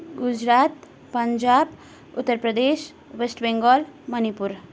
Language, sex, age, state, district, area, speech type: Nepali, female, 18-30, West Bengal, Darjeeling, rural, spontaneous